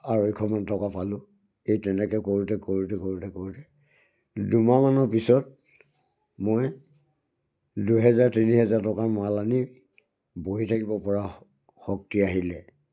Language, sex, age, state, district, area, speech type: Assamese, male, 60+, Assam, Charaideo, rural, spontaneous